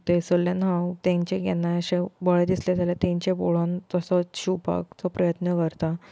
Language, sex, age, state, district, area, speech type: Goan Konkani, female, 18-30, Goa, Murmgao, urban, spontaneous